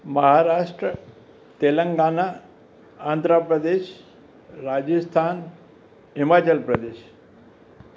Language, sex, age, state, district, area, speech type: Sindhi, male, 60+, Rajasthan, Ajmer, urban, spontaneous